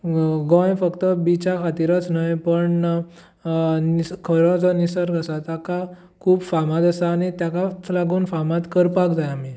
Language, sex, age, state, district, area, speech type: Goan Konkani, male, 18-30, Goa, Tiswadi, rural, spontaneous